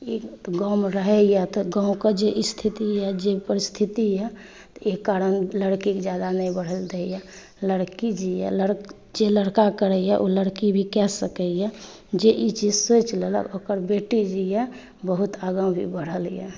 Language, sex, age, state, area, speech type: Maithili, female, 30-45, Jharkhand, urban, spontaneous